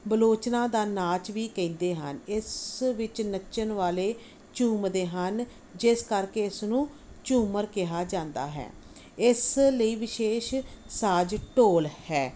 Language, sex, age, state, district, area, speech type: Punjabi, female, 30-45, Punjab, Barnala, rural, spontaneous